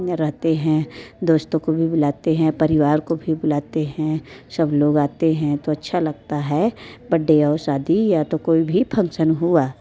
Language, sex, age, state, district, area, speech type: Hindi, female, 30-45, Uttar Pradesh, Mirzapur, rural, spontaneous